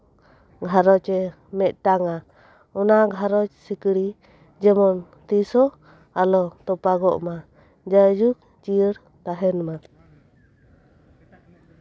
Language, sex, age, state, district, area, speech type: Santali, female, 30-45, West Bengal, Bankura, rural, spontaneous